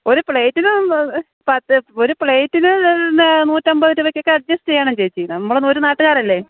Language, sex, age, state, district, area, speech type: Malayalam, female, 45-60, Kerala, Thiruvananthapuram, urban, conversation